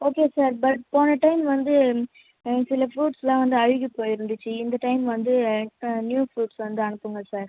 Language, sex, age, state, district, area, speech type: Tamil, female, 30-45, Tamil Nadu, Viluppuram, rural, conversation